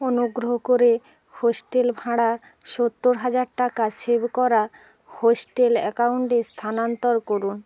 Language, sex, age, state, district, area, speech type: Bengali, female, 45-60, West Bengal, Hooghly, urban, read